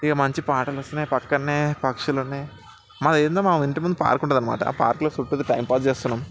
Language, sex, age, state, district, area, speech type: Telugu, male, 18-30, Telangana, Ranga Reddy, urban, spontaneous